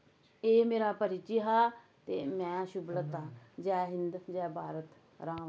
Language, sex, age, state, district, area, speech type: Dogri, female, 45-60, Jammu and Kashmir, Samba, urban, spontaneous